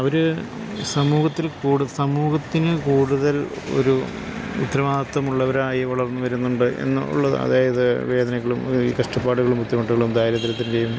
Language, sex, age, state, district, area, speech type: Malayalam, male, 45-60, Kerala, Idukki, rural, spontaneous